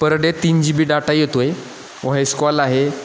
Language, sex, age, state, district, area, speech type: Marathi, male, 30-45, Maharashtra, Satara, urban, spontaneous